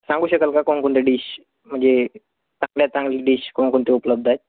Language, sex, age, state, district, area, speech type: Marathi, male, 18-30, Maharashtra, Gadchiroli, rural, conversation